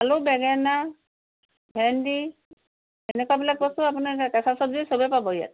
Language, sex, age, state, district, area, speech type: Assamese, female, 45-60, Assam, Golaghat, rural, conversation